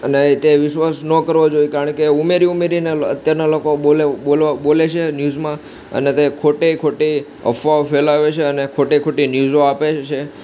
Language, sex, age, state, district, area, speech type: Gujarati, male, 18-30, Gujarat, Ahmedabad, urban, spontaneous